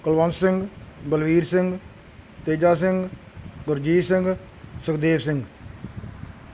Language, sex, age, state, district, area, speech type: Punjabi, male, 60+, Punjab, Bathinda, urban, spontaneous